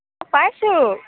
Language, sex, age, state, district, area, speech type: Assamese, female, 30-45, Assam, Golaghat, urban, conversation